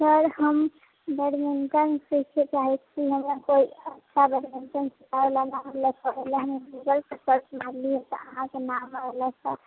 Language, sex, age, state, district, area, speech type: Maithili, female, 18-30, Bihar, Sitamarhi, rural, conversation